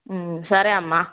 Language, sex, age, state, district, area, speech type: Telugu, female, 18-30, Telangana, Peddapalli, rural, conversation